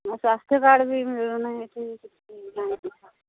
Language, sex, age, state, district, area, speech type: Odia, female, 45-60, Odisha, Angul, rural, conversation